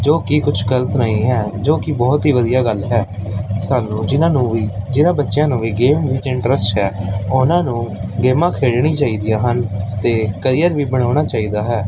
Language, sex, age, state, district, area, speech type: Punjabi, male, 18-30, Punjab, Patiala, urban, spontaneous